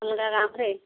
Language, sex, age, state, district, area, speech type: Odia, female, 45-60, Odisha, Gajapati, rural, conversation